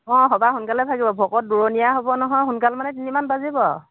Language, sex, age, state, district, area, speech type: Assamese, female, 45-60, Assam, Dhemaji, rural, conversation